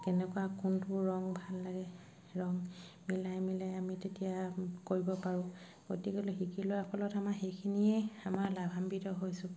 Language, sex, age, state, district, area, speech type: Assamese, female, 30-45, Assam, Sivasagar, rural, spontaneous